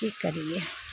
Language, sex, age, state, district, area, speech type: Maithili, female, 60+, Bihar, Araria, rural, spontaneous